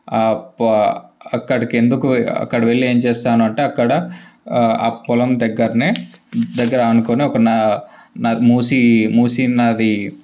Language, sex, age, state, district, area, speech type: Telugu, male, 18-30, Telangana, Ranga Reddy, urban, spontaneous